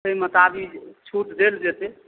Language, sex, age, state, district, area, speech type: Maithili, male, 45-60, Bihar, Supaul, rural, conversation